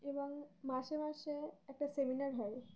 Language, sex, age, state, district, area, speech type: Bengali, female, 18-30, West Bengal, Uttar Dinajpur, urban, spontaneous